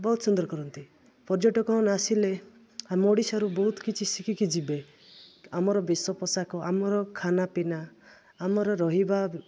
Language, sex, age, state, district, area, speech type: Odia, male, 18-30, Odisha, Nabarangpur, urban, spontaneous